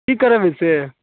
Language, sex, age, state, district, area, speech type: Maithili, male, 18-30, Bihar, Darbhanga, rural, conversation